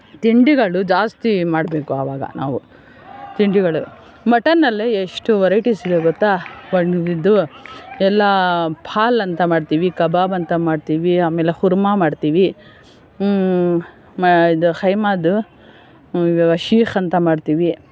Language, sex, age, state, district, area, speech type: Kannada, female, 60+, Karnataka, Bangalore Rural, rural, spontaneous